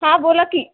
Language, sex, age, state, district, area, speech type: Marathi, female, 18-30, Maharashtra, Hingoli, urban, conversation